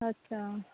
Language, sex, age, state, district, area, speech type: Maithili, female, 60+, Bihar, Madhepura, rural, conversation